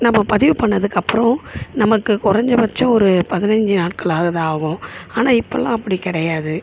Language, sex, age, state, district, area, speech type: Tamil, female, 30-45, Tamil Nadu, Chennai, urban, spontaneous